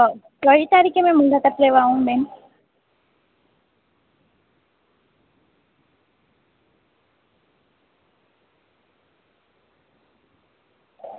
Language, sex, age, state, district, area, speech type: Gujarati, female, 18-30, Gujarat, Valsad, rural, conversation